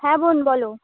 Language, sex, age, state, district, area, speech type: Bengali, female, 18-30, West Bengal, South 24 Parganas, rural, conversation